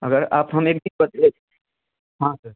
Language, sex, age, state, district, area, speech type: Hindi, male, 18-30, Uttar Pradesh, Chandauli, rural, conversation